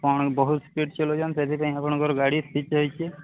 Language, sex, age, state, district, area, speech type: Odia, male, 30-45, Odisha, Balangir, urban, conversation